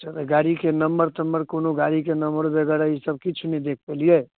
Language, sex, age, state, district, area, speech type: Maithili, male, 30-45, Bihar, Muzaffarpur, urban, conversation